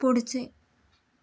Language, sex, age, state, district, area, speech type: Marathi, female, 18-30, Maharashtra, Raigad, rural, read